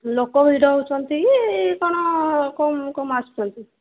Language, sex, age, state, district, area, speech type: Odia, female, 30-45, Odisha, Sambalpur, rural, conversation